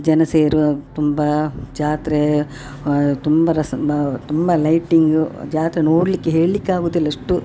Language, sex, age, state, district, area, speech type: Kannada, female, 60+, Karnataka, Dakshina Kannada, rural, spontaneous